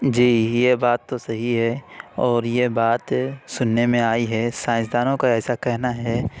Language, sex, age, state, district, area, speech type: Urdu, male, 30-45, Uttar Pradesh, Lucknow, urban, spontaneous